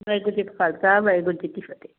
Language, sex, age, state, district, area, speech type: Punjabi, female, 30-45, Punjab, Amritsar, urban, conversation